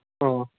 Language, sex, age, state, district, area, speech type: Manipuri, male, 18-30, Manipur, Kangpokpi, urban, conversation